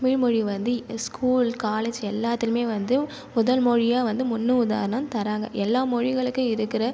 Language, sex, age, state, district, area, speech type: Tamil, female, 30-45, Tamil Nadu, Cuddalore, rural, spontaneous